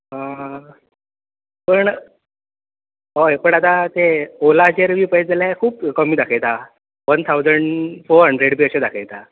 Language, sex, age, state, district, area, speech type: Goan Konkani, male, 18-30, Goa, Bardez, rural, conversation